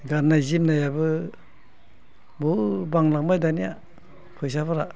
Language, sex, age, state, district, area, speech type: Bodo, male, 60+, Assam, Udalguri, rural, spontaneous